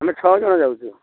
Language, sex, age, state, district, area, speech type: Odia, male, 45-60, Odisha, Balasore, rural, conversation